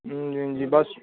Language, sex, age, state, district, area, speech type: Dogri, male, 18-30, Jammu and Kashmir, Udhampur, rural, conversation